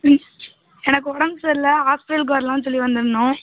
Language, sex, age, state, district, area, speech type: Tamil, female, 18-30, Tamil Nadu, Thoothukudi, rural, conversation